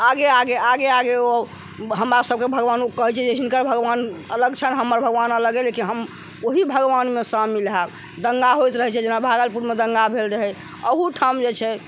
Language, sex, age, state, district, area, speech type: Maithili, female, 60+, Bihar, Sitamarhi, urban, spontaneous